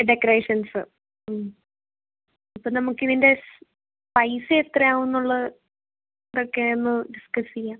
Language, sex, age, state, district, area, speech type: Malayalam, female, 18-30, Kerala, Kannur, urban, conversation